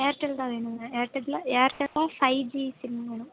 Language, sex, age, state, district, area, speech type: Tamil, female, 18-30, Tamil Nadu, Nilgiris, rural, conversation